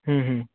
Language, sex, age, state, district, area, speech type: Gujarati, male, 18-30, Gujarat, Valsad, urban, conversation